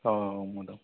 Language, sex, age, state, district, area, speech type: Odia, male, 45-60, Odisha, Kandhamal, rural, conversation